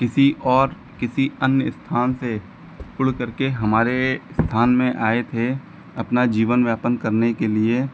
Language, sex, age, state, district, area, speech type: Hindi, male, 45-60, Uttar Pradesh, Lucknow, rural, spontaneous